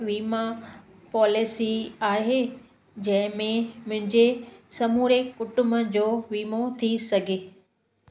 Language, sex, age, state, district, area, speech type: Sindhi, female, 45-60, Gujarat, Kutch, urban, read